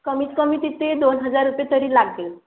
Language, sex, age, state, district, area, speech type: Marathi, female, 18-30, Maharashtra, Wardha, rural, conversation